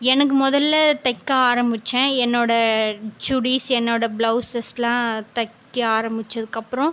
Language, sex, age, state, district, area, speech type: Tamil, female, 18-30, Tamil Nadu, Viluppuram, rural, spontaneous